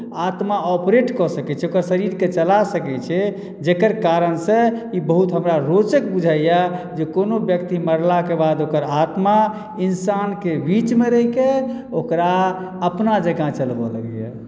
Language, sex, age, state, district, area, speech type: Maithili, male, 30-45, Bihar, Madhubani, rural, spontaneous